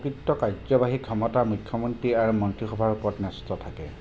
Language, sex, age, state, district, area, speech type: Assamese, male, 45-60, Assam, Jorhat, urban, read